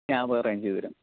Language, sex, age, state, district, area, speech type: Malayalam, male, 18-30, Kerala, Pathanamthitta, rural, conversation